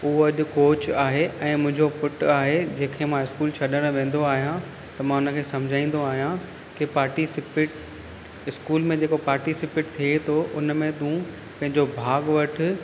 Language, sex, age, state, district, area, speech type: Sindhi, male, 30-45, Maharashtra, Thane, urban, spontaneous